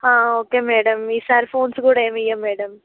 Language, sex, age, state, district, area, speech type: Telugu, female, 18-30, Telangana, Yadadri Bhuvanagiri, rural, conversation